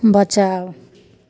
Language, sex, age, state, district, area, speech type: Maithili, female, 30-45, Bihar, Samastipur, rural, read